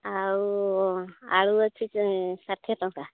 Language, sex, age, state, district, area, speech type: Odia, female, 45-60, Odisha, Angul, rural, conversation